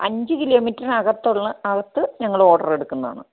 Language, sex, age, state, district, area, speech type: Malayalam, female, 45-60, Kerala, Kottayam, rural, conversation